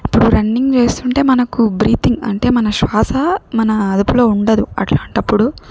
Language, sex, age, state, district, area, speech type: Telugu, female, 18-30, Telangana, Siddipet, rural, spontaneous